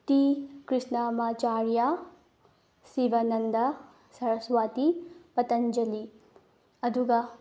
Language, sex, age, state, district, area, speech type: Manipuri, female, 18-30, Manipur, Bishnupur, rural, spontaneous